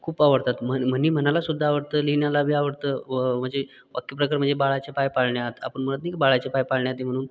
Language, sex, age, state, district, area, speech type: Marathi, male, 45-60, Maharashtra, Buldhana, rural, spontaneous